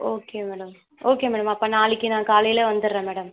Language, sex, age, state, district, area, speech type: Tamil, female, 60+, Tamil Nadu, Sivaganga, rural, conversation